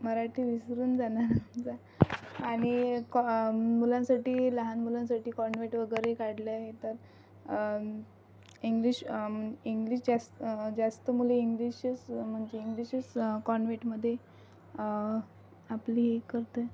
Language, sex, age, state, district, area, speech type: Marathi, female, 45-60, Maharashtra, Amravati, rural, spontaneous